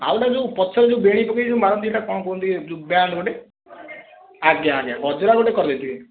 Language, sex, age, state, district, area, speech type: Odia, male, 18-30, Odisha, Kendrapara, urban, conversation